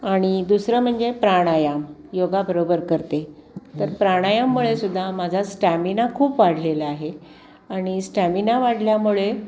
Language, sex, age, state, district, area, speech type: Marathi, female, 60+, Maharashtra, Pune, urban, spontaneous